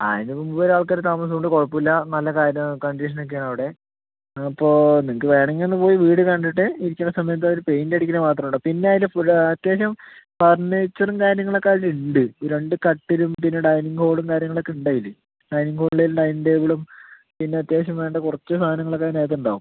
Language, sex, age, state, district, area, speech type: Malayalam, male, 60+, Kerala, Palakkad, rural, conversation